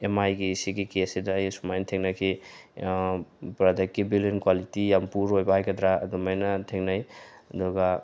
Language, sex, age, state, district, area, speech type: Manipuri, male, 30-45, Manipur, Tengnoupal, rural, spontaneous